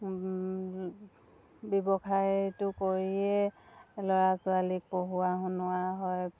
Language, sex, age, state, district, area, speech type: Assamese, female, 60+, Assam, Dibrugarh, rural, spontaneous